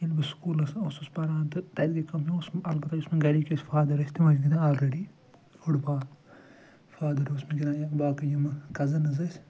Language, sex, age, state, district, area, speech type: Kashmiri, male, 60+, Jammu and Kashmir, Ganderbal, urban, spontaneous